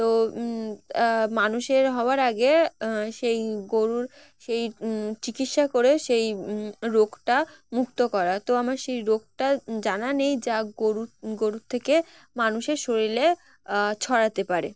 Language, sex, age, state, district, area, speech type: Bengali, female, 18-30, West Bengal, Uttar Dinajpur, urban, spontaneous